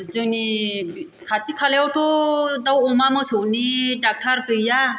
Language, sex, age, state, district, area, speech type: Bodo, female, 45-60, Assam, Chirang, rural, spontaneous